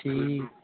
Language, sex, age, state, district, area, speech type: Hindi, male, 30-45, Uttar Pradesh, Mau, rural, conversation